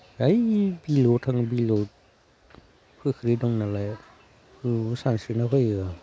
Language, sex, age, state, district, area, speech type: Bodo, male, 30-45, Assam, Udalguri, rural, spontaneous